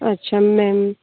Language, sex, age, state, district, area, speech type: Hindi, female, 18-30, Rajasthan, Bharatpur, rural, conversation